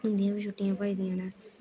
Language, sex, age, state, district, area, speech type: Dogri, female, 18-30, Jammu and Kashmir, Kathua, rural, spontaneous